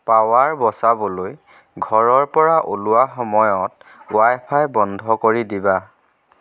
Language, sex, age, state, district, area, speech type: Assamese, male, 30-45, Assam, Dhemaji, rural, read